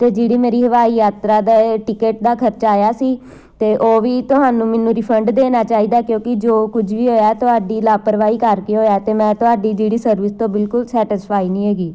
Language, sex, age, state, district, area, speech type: Punjabi, female, 30-45, Punjab, Amritsar, urban, spontaneous